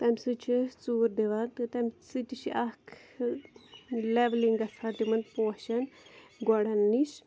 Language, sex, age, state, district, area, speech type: Kashmiri, female, 18-30, Jammu and Kashmir, Pulwama, rural, spontaneous